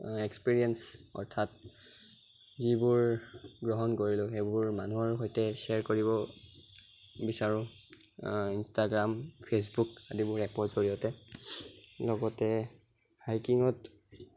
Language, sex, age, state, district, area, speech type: Assamese, male, 18-30, Assam, Sonitpur, rural, spontaneous